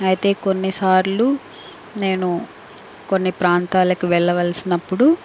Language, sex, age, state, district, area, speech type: Telugu, female, 30-45, Andhra Pradesh, Chittoor, urban, spontaneous